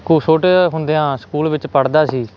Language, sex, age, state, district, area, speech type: Punjabi, male, 18-30, Punjab, Mansa, urban, spontaneous